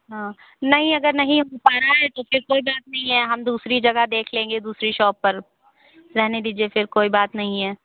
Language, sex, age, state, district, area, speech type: Hindi, female, 30-45, Uttar Pradesh, Sitapur, rural, conversation